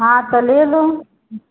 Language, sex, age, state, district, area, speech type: Hindi, female, 45-60, Uttar Pradesh, Mau, urban, conversation